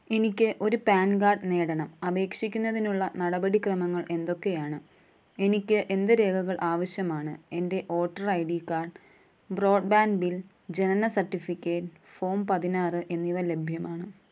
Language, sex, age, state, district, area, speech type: Malayalam, female, 18-30, Kerala, Thiruvananthapuram, rural, read